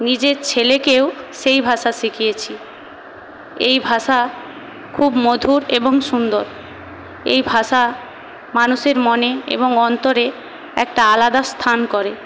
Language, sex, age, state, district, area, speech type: Bengali, female, 18-30, West Bengal, Paschim Medinipur, rural, spontaneous